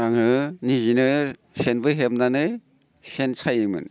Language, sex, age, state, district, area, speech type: Bodo, male, 45-60, Assam, Baksa, urban, spontaneous